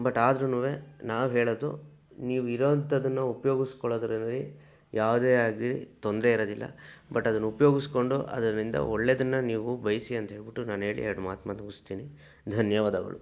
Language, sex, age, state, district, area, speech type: Kannada, male, 60+, Karnataka, Chitradurga, rural, spontaneous